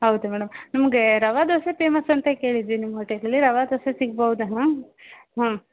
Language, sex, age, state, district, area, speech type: Kannada, female, 45-60, Karnataka, Uttara Kannada, rural, conversation